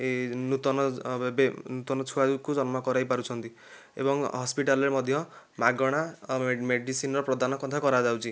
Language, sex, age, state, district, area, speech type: Odia, male, 30-45, Odisha, Nayagarh, rural, spontaneous